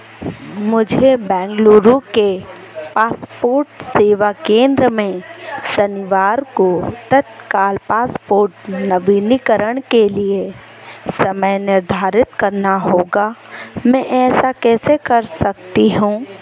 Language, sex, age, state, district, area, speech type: Hindi, female, 18-30, Madhya Pradesh, Chhindwara, urban, read